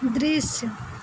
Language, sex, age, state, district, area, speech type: Hindi, female, 18-30, Uttar Pradesh, Mau, rural, read